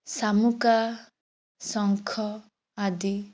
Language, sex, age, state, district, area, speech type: Odia, female, 18-30, Odisha, Jajpur, rural, spontaneous